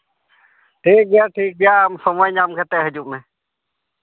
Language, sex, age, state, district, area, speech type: Santali, male, 30-45, Jharkhand, Pakur, rural, conversation